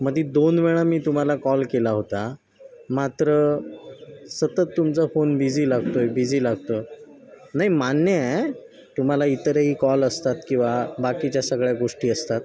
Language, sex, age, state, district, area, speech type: Marathi, male, 30-45, Maharashtra, Sindhudurg, rural, spontaneous